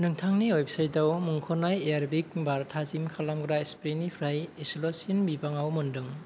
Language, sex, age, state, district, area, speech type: Bodo, male, 30-45, Assam, Kokrajhar, urban, read